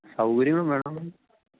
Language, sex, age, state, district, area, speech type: Malayalam, male, 30-45, Kerala, Idukki, rural, conversation